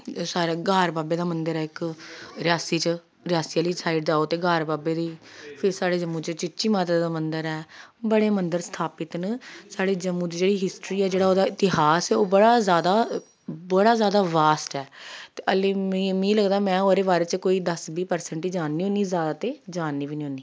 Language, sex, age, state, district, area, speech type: Dogri, female, 30-45, Jammu and Kashmir, Jammu, urban, spontaneous